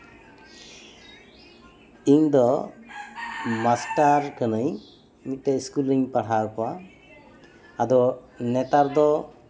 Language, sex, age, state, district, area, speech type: Santali, male, 45-60, West Bengal, Birbhum, rural, spontaneous